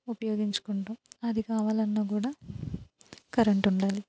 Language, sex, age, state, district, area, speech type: Telugu, female, 30-45, Andhra Pradesh, Eluru, rural, spontaneous